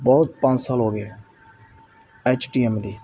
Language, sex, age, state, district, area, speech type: Punjabi, male, 18-30, Punjab, Mansa, rural, spontaneous